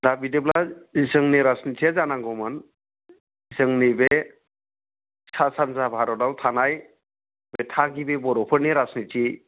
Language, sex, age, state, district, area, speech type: Bodo, male, 60+, Assam, Udalguri, urban, conversation